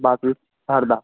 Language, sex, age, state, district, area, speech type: Hindi, male, 18-30, Madhya Pradesh, Harda, urban, conversation